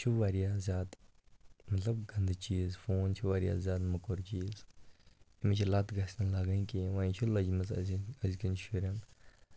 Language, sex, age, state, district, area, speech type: Kashmiri, male, 18-30, Jammu and Kashmir, Kupwara, rural, spontaneous